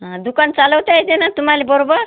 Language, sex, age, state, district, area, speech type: Marathi, female, 45-60, Maharashtra, Washim, rural, conversation